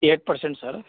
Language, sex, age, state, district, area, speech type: Kannada, male, 18-30, Karnataka, Gulbarga, urban, conversation